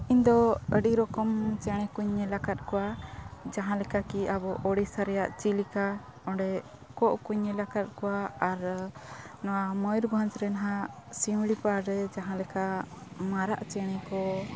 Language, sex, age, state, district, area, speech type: Santali, female, 30-45, Jharkhand, Bokaro, rural, spontaneous